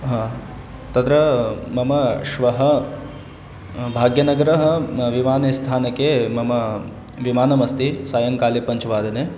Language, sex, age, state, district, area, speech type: Sanskrit, male, 18-30, Madhya Pradesh, Ujjain, urban, spontaneous